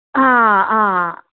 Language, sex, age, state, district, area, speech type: Dogri, female, 30-45, Jammu and Kashmir, Udhampur, urban, conversation